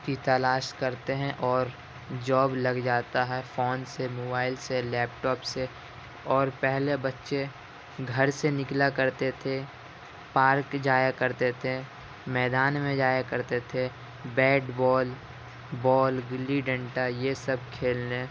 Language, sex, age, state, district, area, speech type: Urdu, male, 18-30, Delhi, Central Delhi, urban, spontaneous